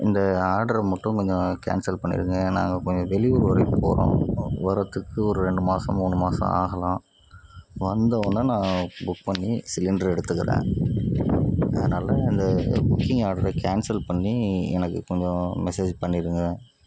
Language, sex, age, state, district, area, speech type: Tamil, male, 30-45, Tamil Nadu, Nagapattinam, rural, spontaneous